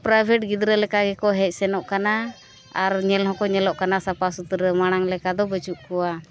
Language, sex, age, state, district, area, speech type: Santali, female, 30-45, Jharkhand, East Singhbhum, rural, spontaneous